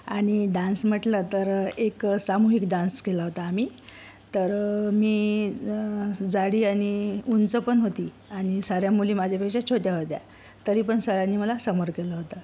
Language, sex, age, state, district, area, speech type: Marathi, female, 45-60, Maharashtra, Yavatmal, rural, spontaneous